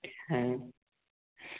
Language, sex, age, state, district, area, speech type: Bengali, male, 18-30, West Bengal, Nadia, rural, conversation